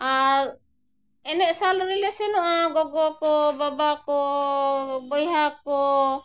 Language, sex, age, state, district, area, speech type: Santali, female, 45-60, Jharkhand, Bokaro, rural, spontaneous